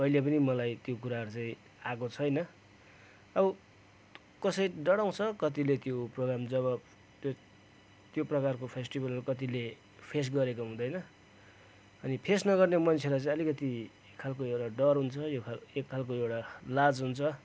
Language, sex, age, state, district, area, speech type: Nepali, male, 45-60, West Bengal, Kalimpong, rural, spontaneous